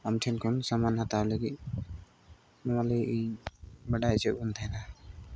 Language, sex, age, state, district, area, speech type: Santali, male, 18-30, Jharkhand, Pakur, rural, spontaneous